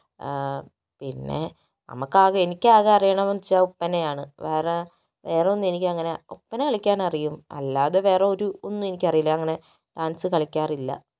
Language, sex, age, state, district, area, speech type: Malayalam, female, 30-45, Kerala, Kozhikode, urban, spontaneous